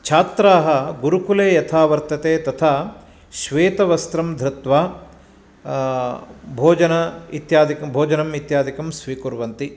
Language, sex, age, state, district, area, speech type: Sanskrit, male, 45-60, Karnataka, Uttara Kannada, rural, spontaneous